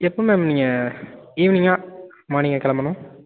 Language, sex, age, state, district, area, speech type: Tamil, male, 18-30, Tamil Nadu, Nagapattinam, urban, conversation